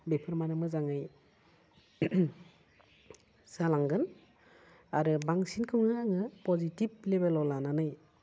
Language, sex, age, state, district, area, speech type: Bodo, female, 45-60, Assam, Udalguri, urban, spontaneous